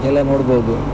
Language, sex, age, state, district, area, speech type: Kannada, male, 30-45, Karnataka, Dakshina Kannada, rural, spontaneous